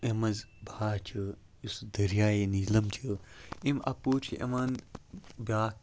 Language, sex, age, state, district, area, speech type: Kashmiri, male, 30-45, Jammu and Kashmir, Kupwara, rural, spontaneous